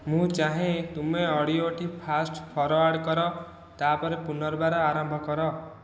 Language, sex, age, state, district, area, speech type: Odia, male, 18-30, Odisha, Khordha, rural, read